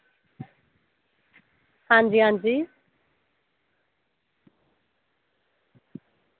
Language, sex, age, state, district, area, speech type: Dogri, female, 18-30, Jammu and Kashmir, Samba, rural, conversation